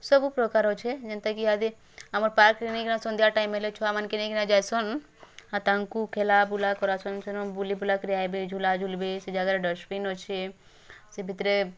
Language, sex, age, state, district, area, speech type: Odia, female, 18-30, Odisha, Bargarh, rural, spontaneous